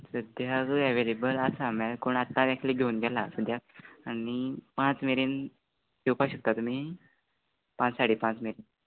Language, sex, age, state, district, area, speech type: Goan Konkani, male, 18-30, Goa, Quepem, rural, conversation